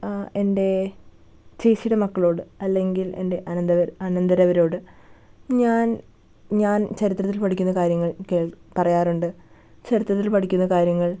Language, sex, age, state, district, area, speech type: Malayalam, female, 18-30, Kerala, Thrissur, rural, spontaneous